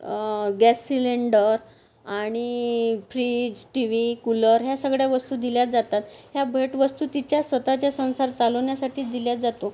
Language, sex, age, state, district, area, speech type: Marathi, female, 30-45, Maharashtra, Amravati, urban, spontaneous